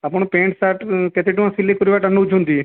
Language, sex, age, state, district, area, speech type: Odia, male, 18-30, Odisha, Nayagarh, rural, conversation